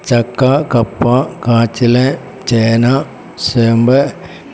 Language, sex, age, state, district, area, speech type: Malayalam, male, 60+, Kerala, Pathanamthitta, rural, spontaneous